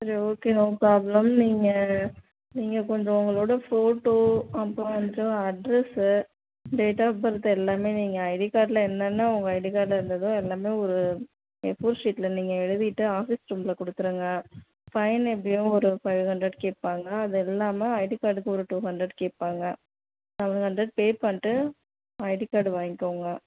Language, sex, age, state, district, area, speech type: Tamil, female, 30-45, Tamil Nadu, Tiruchirappalli, rural, conversation